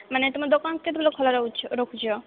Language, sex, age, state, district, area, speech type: Odia, female, 18-30, Odisha, Malkangiri, urban, conversation